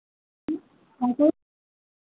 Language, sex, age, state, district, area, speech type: Hindi, female, 60+, Uttar Pradesh, Sitapur, rural, conversation